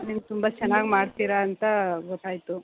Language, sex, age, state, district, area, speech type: Kannada, female, 30-45, Karnataka, Mandya, urban, conversation